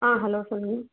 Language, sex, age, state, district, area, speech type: Tamil, female, 18-30, Tamil Nadu, Kanchipuram, urban, conversation